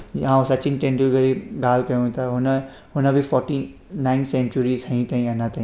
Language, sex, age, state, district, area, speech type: Sindhi, male, 18-30, Gujarat, Surat, urban, spontaneous